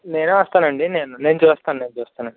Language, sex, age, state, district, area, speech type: Telugu, male, 45-60, Andhra Pradesh, East Godavari, urban, conversation